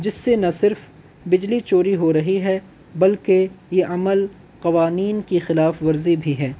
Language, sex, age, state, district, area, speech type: Urdu, male, 18-30, Delhi, North East Delhi, urban, spontaneous